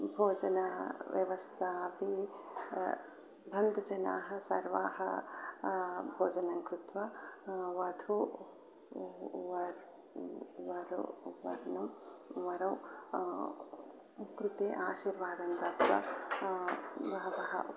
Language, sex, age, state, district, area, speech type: Sanskrit, female, 60+, Telangana, Peddapalli, urban, spontaneous